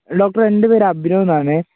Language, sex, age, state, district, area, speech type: Malayalam, male, 18-30, Kerala, Wayanad, rural, conversation